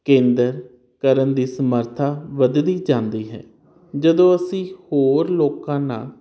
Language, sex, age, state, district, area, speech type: Punjabi, male, 30-45, Punjab, Hoshiarpur, urban, spontaneous